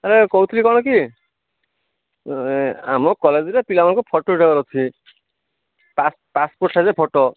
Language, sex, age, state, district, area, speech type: Odia, male, 45-60, Odisha, Malkangiri, urban, conversation